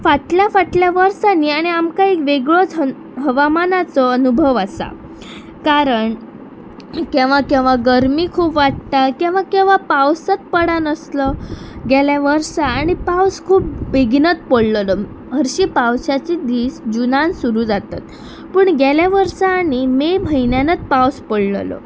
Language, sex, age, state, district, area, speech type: Goan Konkani, female, 18-30, Goa, Pernem, rural, spontaneous